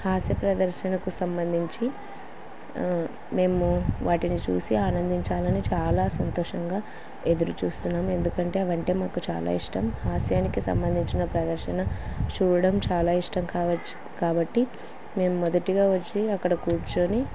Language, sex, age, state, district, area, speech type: Telugu, female, 18-30, Andhra Pradesh, Kurnool, rural, spontaneous